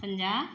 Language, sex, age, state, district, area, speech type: Punjabi, female, 45-60, Punjab, Mansa, urban, spontaneous